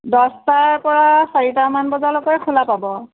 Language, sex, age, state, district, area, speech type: Assamese, female, 30-45, Assam, Jorhat, urban, conversation